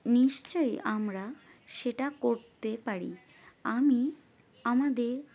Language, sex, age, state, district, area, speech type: Bengali, female, 18-30, West Bengal, Birbhum, urban, read